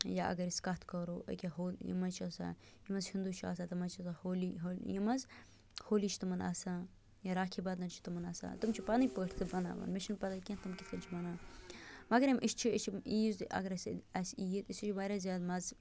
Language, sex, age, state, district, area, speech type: Kashmiri, female, 18-30, Jammu and Kashmir, Bandipora, rural, spontaneous